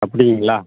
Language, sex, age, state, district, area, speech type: Tamil, male, 60+, Tamil Nadu, Dharmapuri, rural, conversation